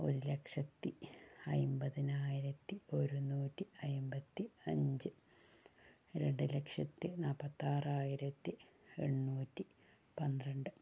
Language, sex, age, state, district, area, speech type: Malayalam, female, 30-45, Kerala, Kannur, rural, spontaneous